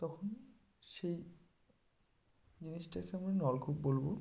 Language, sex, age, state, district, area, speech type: Bengali, male, 30-45, West Bengal, North 24 Parganas, rural, spontaneous